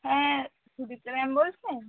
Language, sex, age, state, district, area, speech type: Bengali, female, 18-30, West Bengal, Cooch Behar, rural, conversation